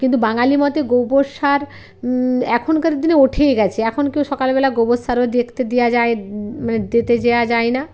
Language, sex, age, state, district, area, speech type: Bengali, female, 45-60, West Bengal, Jalpaiguri, rural, spontaneous